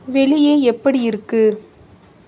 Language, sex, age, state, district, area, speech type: Tamil, female, 30-45, Tamil Nadu, Mayiladuthurai, rural, read